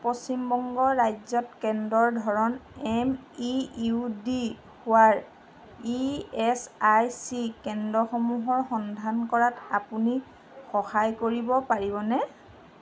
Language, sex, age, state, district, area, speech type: Assamese, female, 45-60, Assam, Golaghat, urban, read